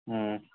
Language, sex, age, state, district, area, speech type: Manipuri, male, 18-30, Manipur, Kangpokpi, urban, conversation